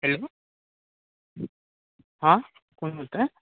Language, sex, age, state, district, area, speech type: Marathi, male, 18-30, Maharashtra, Ratnagiri, rural, conversation